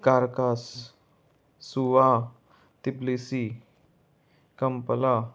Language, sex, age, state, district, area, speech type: Goan Konkani, male, 18-30, Goa, Salcete, urban, spontaneous